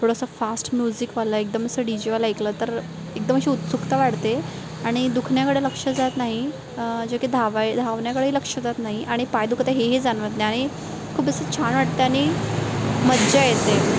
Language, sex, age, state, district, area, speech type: Marathi, female, 18-30, Maharashtra, Wardha, rural, spontaneous